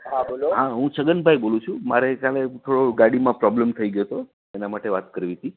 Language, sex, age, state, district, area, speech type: Gujarati, male, 45-60, Gujarat, Anand, urban, conversation